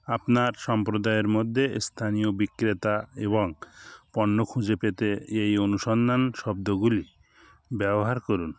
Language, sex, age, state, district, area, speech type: Bengali, male, 45-60, West Bengal, Hooghly, urban, read